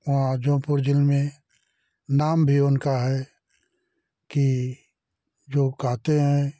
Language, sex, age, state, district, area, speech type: Hindi, male, 60+, Uttar Pradesh, Jaunpur, rural, spontaneous